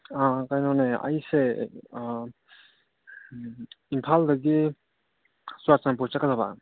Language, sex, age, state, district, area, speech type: Manipuri, male, 30-45, Manipur, Churachandpur, rural, conversation